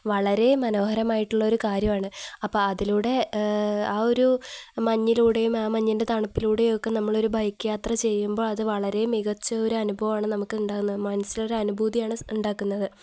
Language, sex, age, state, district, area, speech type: Malayalam, female, 18-30, Kerala, Kozhikode, rural, spontaneous